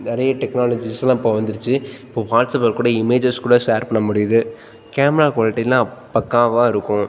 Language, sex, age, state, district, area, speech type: Tamil, male, 18-30, Tamil Nadu, Tiruchirappalli, rural, spontaneous